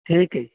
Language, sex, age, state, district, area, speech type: Punjabi, male, 30-45, Punjab, Fatehgarh Sahib, rural, conversation